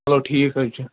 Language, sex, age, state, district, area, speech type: Kashmiri, male, 45-60, Jammu and Kashmir, Ganderbal, rural, conversation